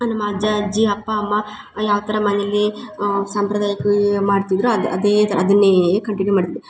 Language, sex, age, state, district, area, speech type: Kannada, female, 30-45, Karnataka, Chikkamagaluru, rural, spontaneous